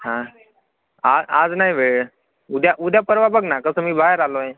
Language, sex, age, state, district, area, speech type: Marathi, male, 18-30, Maharashtra, Wardha, rural, conversation